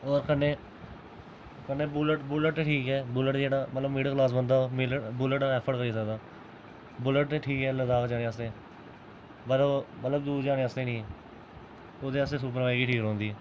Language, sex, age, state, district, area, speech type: Dogri, male, 18-30, Jammu and Kashmir, Jammu, urban, spontaneous